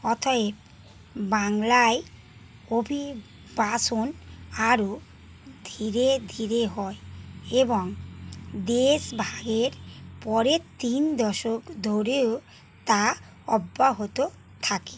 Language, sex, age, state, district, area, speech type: Bengali, female, 45-60, West Bengal, Howrah, urban, read